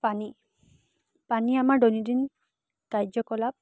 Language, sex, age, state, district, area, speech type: Assamese, female, 18-30, Assam, Charaideo, urban, spontaneous